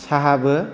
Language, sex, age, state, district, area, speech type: Bodo, male, 30-45, Assam, Kokrajhar, rural, spontaneous